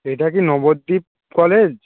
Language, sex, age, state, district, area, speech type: Bengali, male, 60+, West Bengal, Nadia, rural, conversation